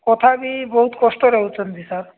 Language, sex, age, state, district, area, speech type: Odia, male, 45-60, Odisha, Nabarangpur, rural, conversation